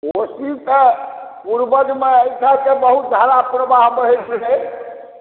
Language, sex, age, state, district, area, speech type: Maithili, male, 60+, Bihar, Supaul, rural, conversation